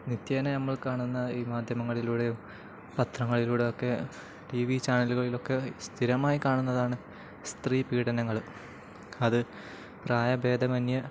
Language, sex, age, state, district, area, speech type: Malayalam, male, 18-30, Kerala, Kozhikode, rural, spontaneous